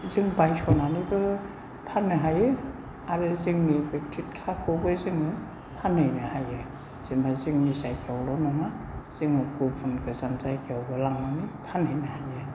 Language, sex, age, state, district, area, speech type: Bodo, female, 60+, Assam, Chirang, rural, spontaneous